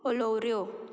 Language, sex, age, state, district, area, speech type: Goan Konkani, female, 18-30, Goa, Murmgao, urban, spontaneous